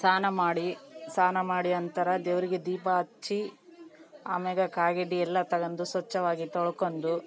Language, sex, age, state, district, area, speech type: Kannada, female, 30-45, Karnataka, Vijayanagara, rural, spontaneous